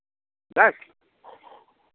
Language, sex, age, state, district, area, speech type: Hindi, male, 60+, Uttar Pradesh, Lucknow, rural, conversation